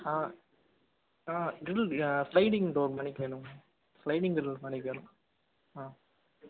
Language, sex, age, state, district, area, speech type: Tamil, male, 18-30, Tamil Nadu, Perambalur, urban, conversation